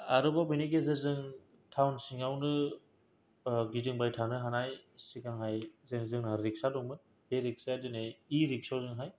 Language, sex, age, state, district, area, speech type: Bodo, male, 18-30, Assam, Kokrajhar, rural, spontaneous